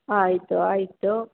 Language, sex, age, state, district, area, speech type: Kannada, female, 30-45, Karnataka, Chamarajanagar, rural, conversation